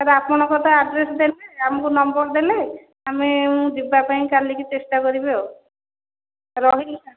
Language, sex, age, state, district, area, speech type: Odia, female, 30-45, Odisha, Khordha, rural, conversation